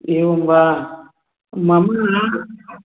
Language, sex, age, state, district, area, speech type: Sanskrit, male, 30-45, Telangana, Medak, rural, conversation